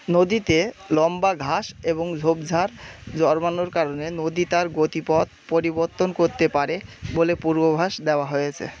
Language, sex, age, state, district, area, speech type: Bengali, male, 30-45, West Bengal, Birbhum, urban, read